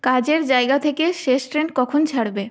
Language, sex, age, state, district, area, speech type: Bengali, female, 18-30, West Bengal, Purulia, urban, read